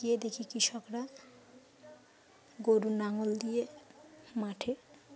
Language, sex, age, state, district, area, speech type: Bengali, female, 30-45, West Bengal, Uttar Dinajpur, urban, spontaneous